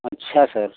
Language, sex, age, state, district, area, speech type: Hindi, male, 60+, Uttar Pradesh, Prayagraj, rural, conversation